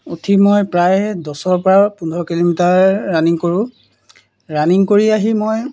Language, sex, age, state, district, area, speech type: Assamese, male, 18-30, Assam, Golaghat, urban, spontaneous